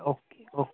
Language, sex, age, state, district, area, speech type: Marathi, male, 30-45, Maharashtra, Washim, urban, conversation